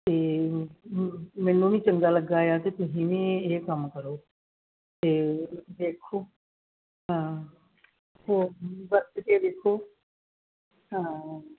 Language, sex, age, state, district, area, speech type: Punjabi, female, 60+, Punjab, Gurdaspur, rural, conversation